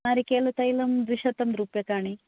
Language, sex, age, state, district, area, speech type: Sanskrit, female, 45-60, Karnataka, Uttara Kannada, urban, conversation